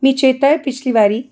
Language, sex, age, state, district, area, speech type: Dogri, female, 45-60, Jammu and Kashmir, Jammu, urban, spontaneous